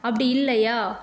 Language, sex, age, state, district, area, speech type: Tamil, female, 18-30, Tamil Nadu, Tiruvannamalai, urban, spontaneous